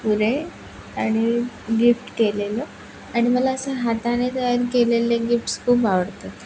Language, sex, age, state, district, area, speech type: Marathi, female, 18-30, Maharashtra, Sindhudurg, rural, spontaneous